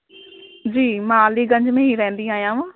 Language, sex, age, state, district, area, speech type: Sindhi, male, 45-60, Uttar Pradesh, Lucknow, rural, conversation